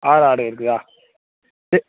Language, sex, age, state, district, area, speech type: Tamil, male, 18-30, Tamil Nadu, Thoothukudi, rural, conversation